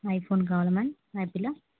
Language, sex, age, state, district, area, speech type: Telugu, female, 30-45, Telangana, Medchal, urban, conversation